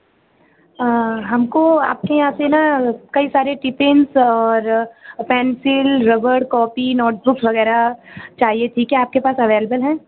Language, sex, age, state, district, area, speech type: Hindi, female, 18-30, Uttar Pradesh, Azamgarh, rural, conversation